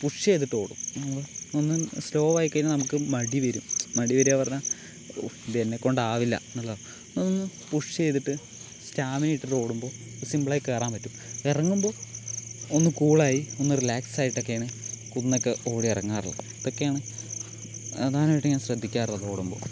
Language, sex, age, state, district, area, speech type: Malayalam, male, 18-30, Kerala, Palakkad, rural, spontaneous